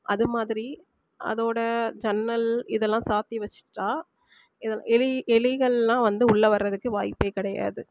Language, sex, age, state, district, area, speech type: Tamil, female, 30-45, Tamil Nadu, Sivaganga, rural, spontaneous